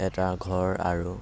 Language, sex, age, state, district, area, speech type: Assamese, male, 18-30, Assam, Dhemaji, rural, spontaneous